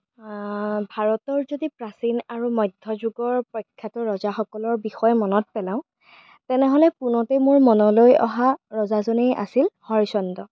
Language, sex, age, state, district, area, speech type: Assamese, female, 18-30, Assam, Darrang, rural, spontaneous